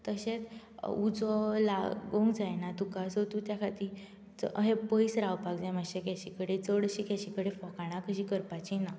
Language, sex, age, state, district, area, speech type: Goan Konkani, female, 18-30, Goa, Bardez, rural, spontaneous